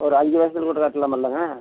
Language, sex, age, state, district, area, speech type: Tamil, male, 60+, Tamil Nadu, Namakkal, rural, conversation